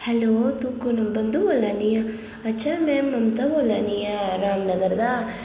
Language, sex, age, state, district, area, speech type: Dogri, female, 18-30, Jammu and Kashmir, Udhampur, rural, spontaneous